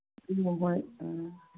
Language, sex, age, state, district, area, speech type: Manipuri, female, 60+, Manipur, Kangpokpi, urban, conversation